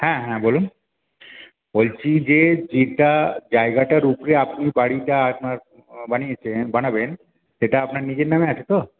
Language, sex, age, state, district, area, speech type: Bengali, male, 60+, West Bengal, Paschim Bardhaman, urban, conversation